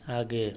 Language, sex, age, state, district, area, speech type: Hindi, male, 30-45, Uttar Pradesh, Azamgarh, rural, read